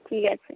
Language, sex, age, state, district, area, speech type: Bengali, female, 45-60, West Bengal, Jhargram, rural, conversation